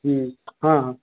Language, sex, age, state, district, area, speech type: Hindi, male, 30-45, Uttar Pradesh, Mirzapur, urban, conversation